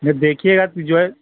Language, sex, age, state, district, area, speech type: Urdu, male, 45-60, Bihar, Saharsa, rural, conversation